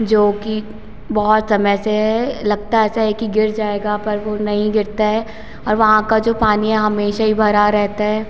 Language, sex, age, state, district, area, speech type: Hindi, female, 18-30, Madhya Pradesh, Hoshangabad, urban, spontaneous